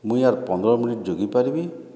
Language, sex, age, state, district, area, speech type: Odia, male, 45-60, Odisha, Boudh, rural, spontaneous